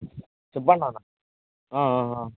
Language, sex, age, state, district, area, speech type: Telugu, male, 18-30, Telangana, Mancherial, rural, conversation